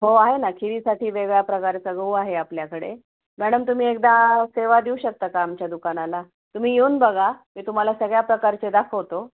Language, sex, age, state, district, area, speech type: Marathi, female, 45-60, Maharashtra, Osmanabad, rural, conversation